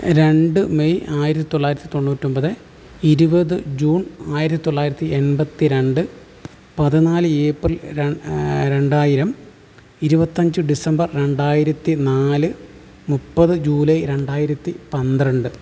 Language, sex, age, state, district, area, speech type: Malayalam, male, 30-45, Kerala, Alappuzha, rural, spontaneous